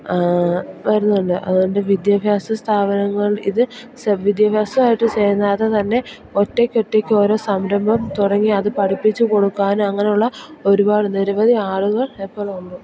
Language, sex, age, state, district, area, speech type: Malayalam, female, 18-30, Kerala, Idukki, rural, spontaneous